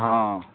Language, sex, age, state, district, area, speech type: Odia, male, 45-60, Odisha, Sundergarh, urban, conversation